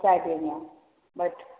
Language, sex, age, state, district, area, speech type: Hindi, female, 30-45, Uttar Pradesh, Prayagraj, rural, conversation